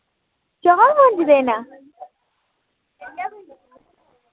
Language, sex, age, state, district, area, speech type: Dogri, female, 30-45, Jammu and Kashmir, Udhampur, rural, conversation